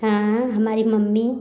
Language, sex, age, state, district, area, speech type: Hindi, female, 18-30, Uttar Pradesh, Prayagraj, urban, spontaneous